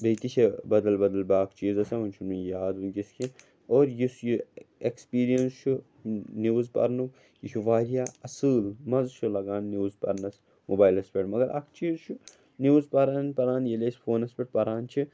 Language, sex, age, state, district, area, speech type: Kashmiri, male, 30-45, Jammu and Kashmir, Srinagar, urban, spontaneous